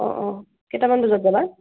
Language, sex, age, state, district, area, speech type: Assamese, female, 45-60, Assam, Tinsukia, rural, conversation